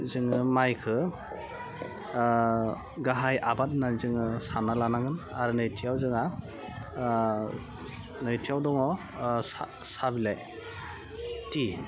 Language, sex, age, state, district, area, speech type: Bodo, female, 30-45, Assam, Udalguri, urban, spontaneous